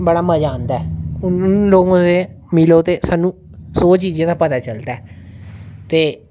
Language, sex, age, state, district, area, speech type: Dogri, female, 18-30, Jammu and Kashmir, Jammu, rural, spontaneous